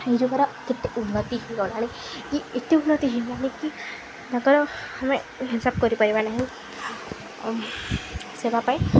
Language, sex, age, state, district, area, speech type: Odia, female, 18-30, Odisha, Subarnapur, urban, spontaneous